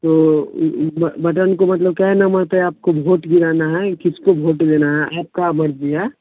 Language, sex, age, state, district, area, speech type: Hindi, male, 18-30, Bihar, Vaishali, rural, conversation